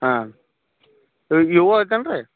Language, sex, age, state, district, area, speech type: Kannada, male, 30-45, Karnataka, Vijayapura, urban, conversation